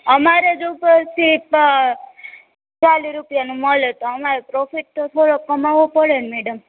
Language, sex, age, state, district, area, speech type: Gujarati, female, 18-30, Gujarat, Rajkot, urban, conversation